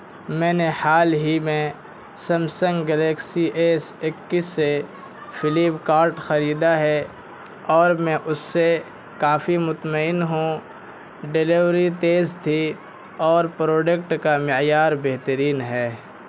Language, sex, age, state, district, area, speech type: Urdu, male, 18-30, Bihar, Purnia, rural, read